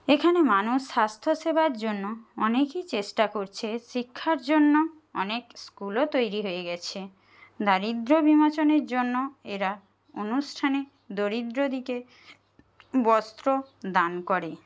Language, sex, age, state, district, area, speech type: Bengali, female, 30-45, West Bengal, Jhargram, rural, spontaneous